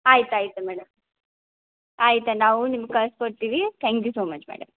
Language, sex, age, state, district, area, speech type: Kannada, female, 18-30, Karnataka, Belgaum, rural, conversation